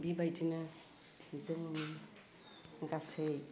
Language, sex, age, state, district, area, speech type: Bodo, female, 45-60, Assam, Udalguri, urban, spontaneous